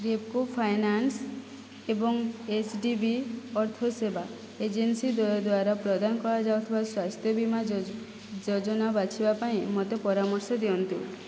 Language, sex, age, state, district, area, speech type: Odia, female, 18-30, Odisha, Boudh, rural, read